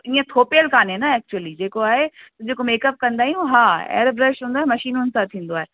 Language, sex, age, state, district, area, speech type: Sindhi, female, 30-45, Uttar Pradesh, Lucknow, urban, conversation